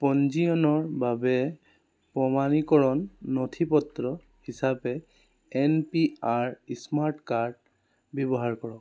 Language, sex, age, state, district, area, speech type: Assamese, male, 18-30, Assam, Charaideo, urban, read